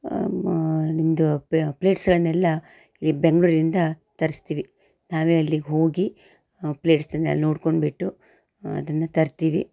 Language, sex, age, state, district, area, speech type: Kannada, female, 45-60, Karnataka, Shimoga, rural, spontaneous